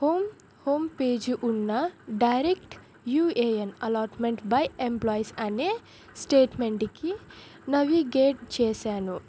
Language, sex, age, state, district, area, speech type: Telugu, female, 18-30, Andhra Pradesh, Sri Satya Sai, urban, spontaneous